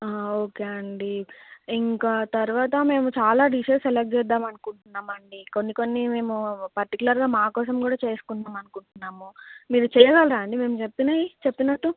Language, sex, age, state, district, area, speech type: Telugu, female, 18-30, Andhra Pradesh, Alluri Sitarama Raju, rural, conversation